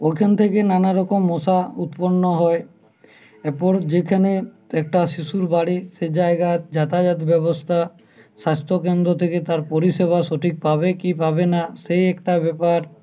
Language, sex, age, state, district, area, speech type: Bengali, male, 30-45, West Bengal, Uttar Dinajpur, urban, spontaneous